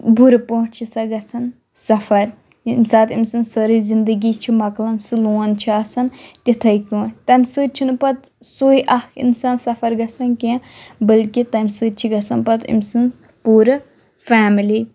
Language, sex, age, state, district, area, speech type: Kashmiri, female, 18-30, Jammu and Kashmir, Shopian, rural, spontaneous